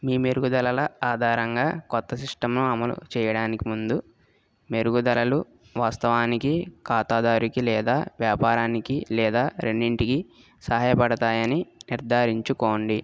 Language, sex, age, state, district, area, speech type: Telugu, female, 18-30, Andhra Pradesh, West Godavari, rural, read